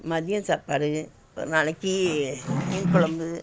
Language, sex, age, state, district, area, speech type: Tamil, female, 60+, Tamil Nadu, Thanjavur, rural, spontaneous